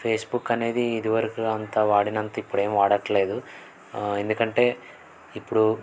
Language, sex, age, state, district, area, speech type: Telugu, male, 18-30, Andhra Pradesh, N T Rama Rao, urban, spontaneous